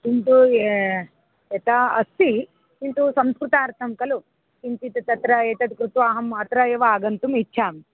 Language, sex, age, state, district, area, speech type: Sanskrit, female, 30-45, Karnataka, Dharwad, urban, conversation